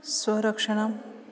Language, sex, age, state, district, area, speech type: Sanskrit, female, 45-60, Maharashtra, Nagpur, urban, spontaneous